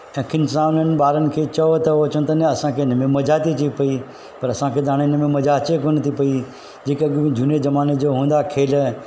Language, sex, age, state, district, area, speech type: Sindhi, male, 45-60, Gujarat, Surat, urban, spontaneous